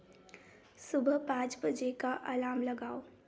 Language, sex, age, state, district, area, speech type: Hindi, female, 18-30, Madhya Pradesh, Ujjain, urban, read